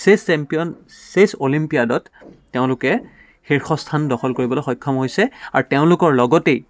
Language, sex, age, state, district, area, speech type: Assamese, male, 18-30, Assam, Dibrugarh, urban, spontaneous